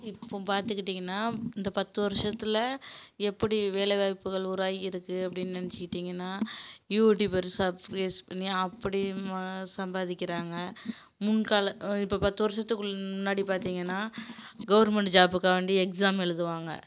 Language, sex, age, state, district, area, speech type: Tamil, female, 30-45, Tamil Nadu, Kallakurichi, urban, spontaneous